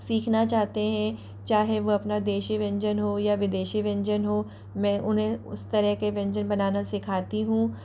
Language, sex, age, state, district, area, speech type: Hindi, male, 60+, Rajasthan, Jaipur, urban, spontaneous